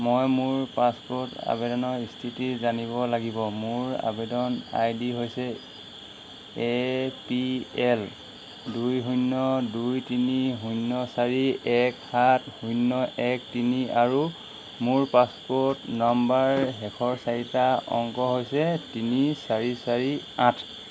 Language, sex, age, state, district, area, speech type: Assamese, male, 45-60, Assam, Golaghat, rural, read